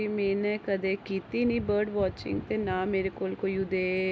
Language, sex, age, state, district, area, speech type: Dogri, female, 30-45, Jammu and Kashmir, Jammu, urban, spontaneous